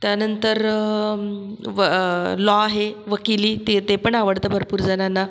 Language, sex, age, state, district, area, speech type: Marathi, female, 45-60, Maharashtra, Buldhana, rural, spontaneous